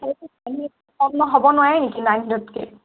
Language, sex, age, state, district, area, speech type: Assamese, male, 18-30, Assam, Morigaon, rural, conversation